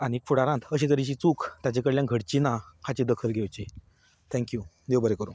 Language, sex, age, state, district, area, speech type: Goan Konkani, male, 30-45, Goa, Canacona, rural, spontaneous